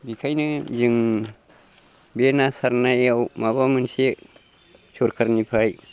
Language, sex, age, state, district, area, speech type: Bodo, male, 60+, Assam, Chirang, rural, spontaneous